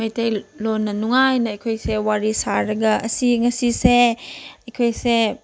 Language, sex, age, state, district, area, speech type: Manipuri, female, 30-45, Manipur, Chandel, rural, spontaneous